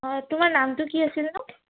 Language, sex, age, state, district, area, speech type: Assamese, female, 18-30, Assam, Udalguri, rural, conversation